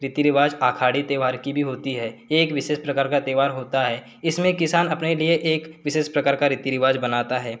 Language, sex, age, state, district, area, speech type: Hindi, male, 18-30, Madhya Pradesh, Balaghat, rural, spontaneous